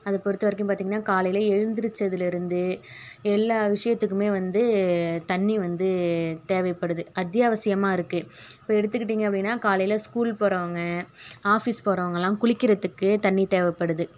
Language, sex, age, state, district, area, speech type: Tamil, female, 30-45, Tamil Nadu, Tiruvarur, urban, spontaneous